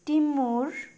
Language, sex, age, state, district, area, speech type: Nepali, female, 18-30, West Bengal, Darjeeling, rural, spontaneous